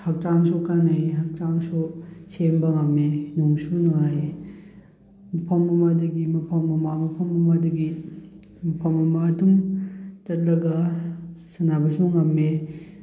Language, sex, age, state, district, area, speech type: Manipuri, male, 18-30, Manipur, Chandel, rural, spontaneous